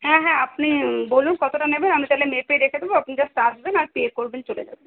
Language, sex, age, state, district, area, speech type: Bengali, female, 30-45, West Bengal, South 24 Parganas, urban, conversation